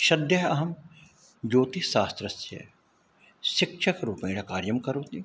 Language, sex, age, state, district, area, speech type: Sanskrit, male, 60+, Uttar Pradesh, Ayodhya, urban, spontaneous